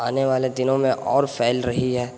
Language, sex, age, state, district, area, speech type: Urdu, male, 18-30, Bihar, Gaya, urban, spontaneous